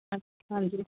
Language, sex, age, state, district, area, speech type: Punjabi, female, 18-30, Punjab, Muktsar, urban, conversation